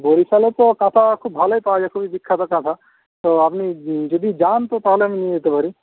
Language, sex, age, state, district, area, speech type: Bengali, male, 18-30, West Bengal, Paschim Medinipur, rural, conversation